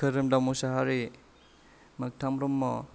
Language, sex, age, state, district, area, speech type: Bodo, male, 18-30, Assam, Kokrajhar, rural, spontaneous